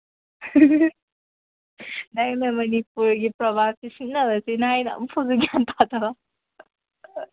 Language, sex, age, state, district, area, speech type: Manipuri, female, 18-30, Manipur, Senapati, rural, conversation